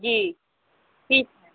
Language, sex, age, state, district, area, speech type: Hindi, female, 18-30, Uttar Pradesh, Mau, urban, conversation